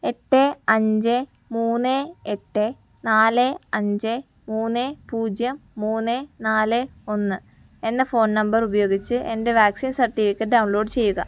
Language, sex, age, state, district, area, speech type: Malayalam, female, 18-30, Kerala, Wayanad, rural, read